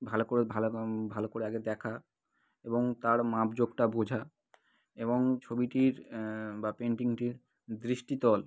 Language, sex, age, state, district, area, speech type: Bengali, male, 18-30, West Bengal, North 24 Parganas, urban, spontaneous